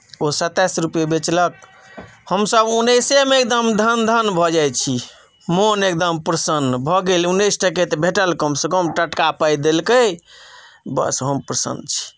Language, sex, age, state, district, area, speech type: Maithili, male, 30-45, Bihar, Madhubani, rural, spontaneous